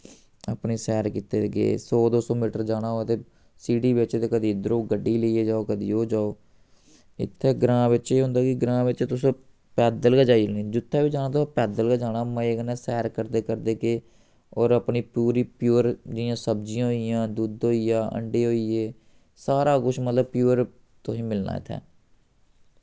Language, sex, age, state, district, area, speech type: Dogri, male, 18-30, Jammu and Kashmir, Samba, rural, spontaneous